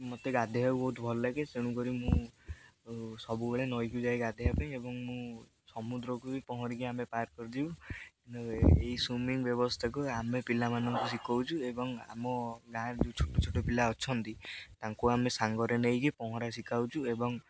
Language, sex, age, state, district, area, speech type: Odia, male, 18-30, Odisha, Jagatsinghpur, rural, spontaneous